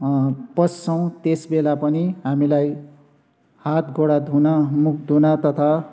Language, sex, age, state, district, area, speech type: Nepali, male, 60+, West Bengal, Darjeeling, rural, spontaneous